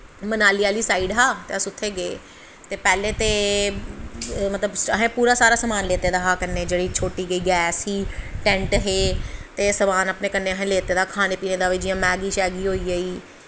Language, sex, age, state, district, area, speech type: Dogri, female, 30-45, Jammu and Kashmir, Jammu, urban, spontaneous